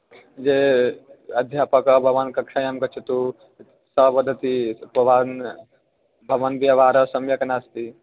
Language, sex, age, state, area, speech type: Sanskrit, male, 18-30, Bihar, rural, conversation